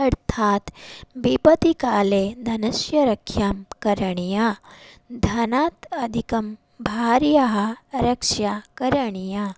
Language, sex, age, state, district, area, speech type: Sanskrit, female, 18-30, Odisha, Bhadrak, rural, spontaneous